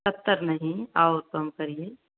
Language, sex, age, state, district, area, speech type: Hindi, female, 30-45, Uttar Pradesh, Varanasi, rural, conversation